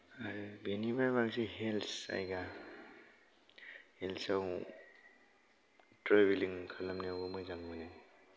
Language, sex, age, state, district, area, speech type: Bodo, male, 30-45, Assam, Kokrajhar, rural, spontaneous